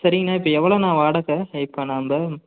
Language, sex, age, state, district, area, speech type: Tamil, male, 30-45, Tamil Nadu, Salem, rural, conversation